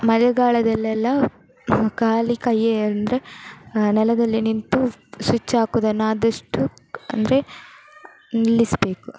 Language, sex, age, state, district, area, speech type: Kannada, female, 18-30, Karnataka, Udupi, rural, spontaneous